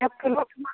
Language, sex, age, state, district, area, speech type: Hindi, female, 60+, Uttar Pradesh, Prayagraj, urban, conversation